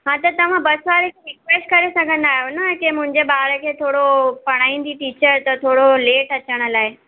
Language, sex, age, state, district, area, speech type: Sindhi, female, 30-45, Maharashtra, Mumbai Suburban, urban, conversation